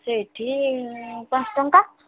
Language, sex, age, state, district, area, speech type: Odia, female, 45-60, Odisha, Sundergarh, rural, conversation